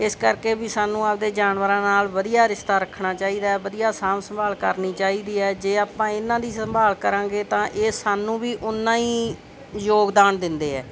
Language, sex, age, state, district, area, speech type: Punjabi, female, 45-60, Punjab, Bathinda, urban, spontaneous